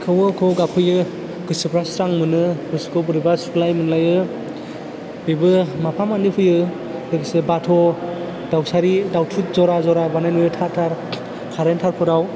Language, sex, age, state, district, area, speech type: Bodo, male, 18-30, Assam, Chirang, urban, spontaneous